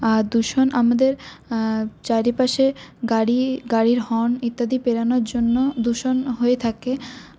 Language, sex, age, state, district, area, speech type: Bengali, female, 18-30, West Bengal, Paschim Bardhaman, urban, spontaneous